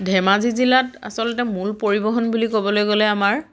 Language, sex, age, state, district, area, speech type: Assamese, female, 30-45, Assam, Dhemaji, rural, spontaneous